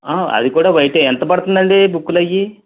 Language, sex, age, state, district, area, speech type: Telugu, male, 45-60, Andhra Pradesh, Eluru, urban, conversation